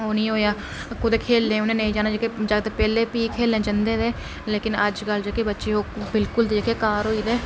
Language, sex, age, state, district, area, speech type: Dogri, male, 30-45, Jammu and Kashmir, Reasi, rural, spontaneous